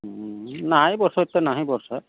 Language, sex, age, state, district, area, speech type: Odia, male, 45-60, Odisha, Sundergarh, rural, conversation